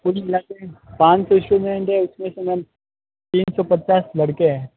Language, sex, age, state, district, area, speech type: Hindi, male, 18-30, Rajasthan, Jodhpur, urban, conversation